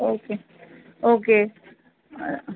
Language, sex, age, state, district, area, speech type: Urdu, female, 30-45, Uttar Pradesh, Rampur, urban, conversation